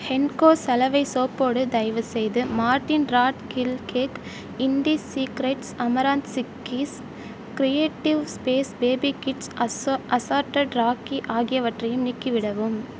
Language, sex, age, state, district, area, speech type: Tamil, female, 18-30, Tamil Nadu, Tiruvarur, rural, read